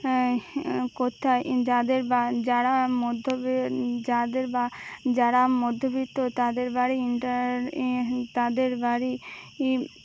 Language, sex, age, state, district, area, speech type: Bengali, female, 18-30, West Bengal, Birbhum, urban, spontaneous